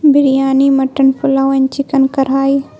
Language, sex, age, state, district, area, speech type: Urdu, female, 18-30, Bihar, Khagaria, rural, spontaneous